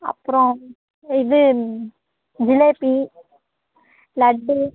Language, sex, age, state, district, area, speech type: Tamil, female, 18-30, Tamil Nadu, Namakkal, rural, conversation